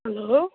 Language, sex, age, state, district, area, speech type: Nepali, female, 30-45, West Bengal, Jalpaiguri, urban, conversation